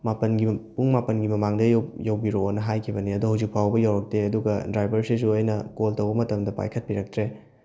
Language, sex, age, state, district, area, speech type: Manipuri, male, 18-30, Manipur, Thoubal, rural, spontaneous